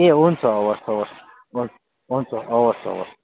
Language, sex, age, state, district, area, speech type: Nepali, male, 18-30, West Bengal, Kalimpong, rural, conversation